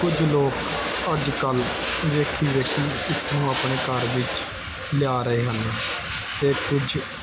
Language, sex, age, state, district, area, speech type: Punjabi, male, 18-30, Punjab, Gurdaspur, urban, spontaneous